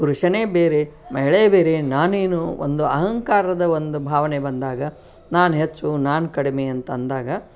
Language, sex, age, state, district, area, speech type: Kannada, female, 60+, Karnataka, Koppal, rural, spontaneous